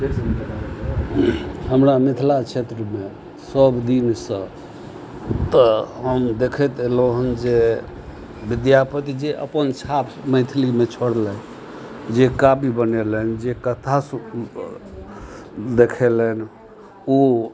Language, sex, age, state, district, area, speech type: Maithili, male, 60+, Bihar, Madhubani, rural, spontaneous